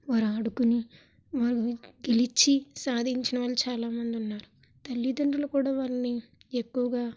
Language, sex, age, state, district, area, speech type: Telugu, female, 18-30, Andhra Pradesh, Kakinada, rural, spontaneous